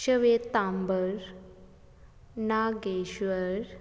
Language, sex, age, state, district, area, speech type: Punjabi, female, 18-30, Punjab, Fazilka, rural, read